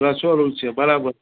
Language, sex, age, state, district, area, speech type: Gujarati, male, 60+, Gujarat, Kheda, rural, conversation